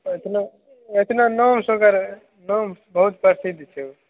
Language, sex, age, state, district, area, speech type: Maithili, male, 18-30, Bihar, Begusarai, rural, conversation